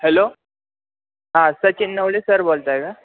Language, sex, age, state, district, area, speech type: Marathi, male, 18-30, Maharashtra, Ahmednagar, rural, conversation